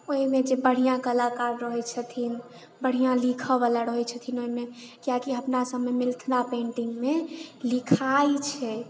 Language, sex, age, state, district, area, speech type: Maithili, female, 18-30, Bihar, Sitamarhi, urban, spontaneous